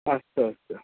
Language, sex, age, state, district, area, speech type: Sanskrit, male, 30-45, Karnataka, Kolar, rural, conversation